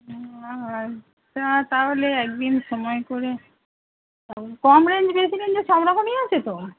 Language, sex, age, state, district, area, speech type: Bengali, female, 45-60, West Bengal, Hooghly, rural, conversation